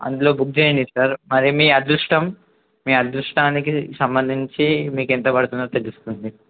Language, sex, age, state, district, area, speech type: Telugu, male, 18-30, Telangana, Adilabad, rural, conversation